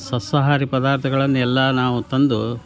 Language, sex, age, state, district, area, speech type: Kannada, male, 60+, Karnataka, Koppal, rural, spontaneous